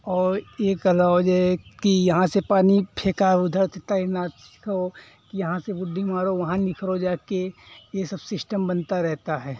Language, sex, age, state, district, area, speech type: Hindi, male, 45-60, Uttar Pradesh, Hardoi, rural, spontaneous